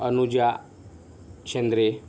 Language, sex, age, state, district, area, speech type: Marathi, male, 18-30, Maharashtra, Yavatmal, rural, spontaneous